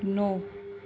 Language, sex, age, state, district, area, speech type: Hindi, female, 18-30, Rajasthan, Nagaur, rural, read